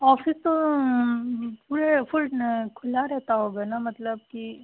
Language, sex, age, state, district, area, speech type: Hindi, female, 30-45, Madhya Pradesh, Chhindwara, urban, conversation